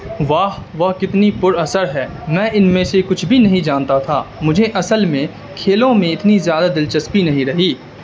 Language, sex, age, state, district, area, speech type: Urdu, male, 18-30, Bihar, Darbhanga, rural, read